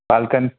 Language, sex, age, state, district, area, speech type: Marathi, male, 18-30, Maharashtra, Ratnagiri, rural, conversation